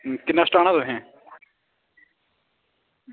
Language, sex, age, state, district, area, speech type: Dogri, male, 18-30, Jammu and Kashmir, Samba, rural, conversation